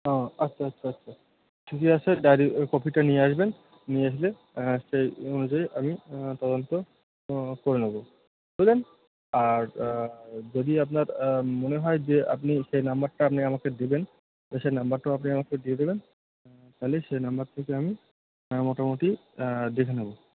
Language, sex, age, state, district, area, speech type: Bengali, male, 30-45, West Bengal, Birbhum, urban, conversation